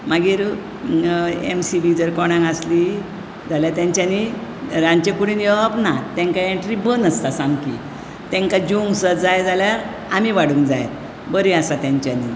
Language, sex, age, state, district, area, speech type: Goan Konkani, female, 60+, Goa, Bardez, urban, spontaneous